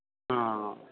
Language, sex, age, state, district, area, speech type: Punjabi, male, 30-45, Punjab, Bathinda, rural, conversation